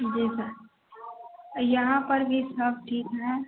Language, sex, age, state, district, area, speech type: Hindi, female, 18-30, Bihar, Madhepura, rural, conversation